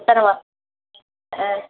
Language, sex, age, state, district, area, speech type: Tamil, female, 60+, Tamil Nadu, Virudhunagar, rural, conversation